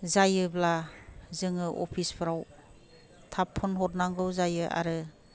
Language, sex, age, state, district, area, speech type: Bodo, female, 45-60, Assam, Kokrajhar, urban, spontaneous